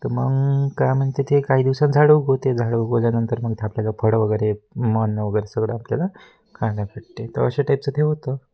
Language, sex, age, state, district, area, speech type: Marathi, male, 18-30, Maharashtra, Wardha, rural, spontaneous